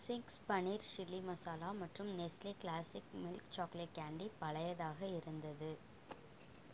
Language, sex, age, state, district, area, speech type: Tamil, female, 18-30, Tamil Nadu, Mayiladuthurai, rural, read